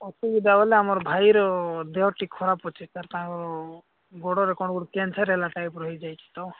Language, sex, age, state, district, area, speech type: Odia, male, 45-60, Odisha, Nabarangpur, rural, conversation